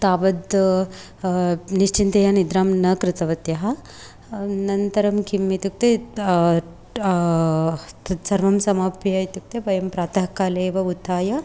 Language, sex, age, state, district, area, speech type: Sanskrit, female, 18-30, Karnataka, Dharwad, urban, spontaneous